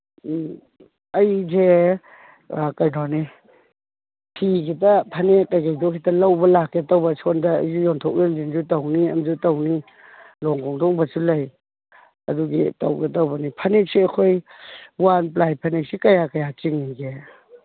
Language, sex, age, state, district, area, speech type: Manipuri, female, 60+, Manipur, Imphal East, rural, conversation